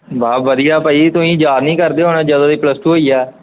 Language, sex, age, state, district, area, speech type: Punjabi, male, 18-30, Punjab, Pathankot, rural, conversation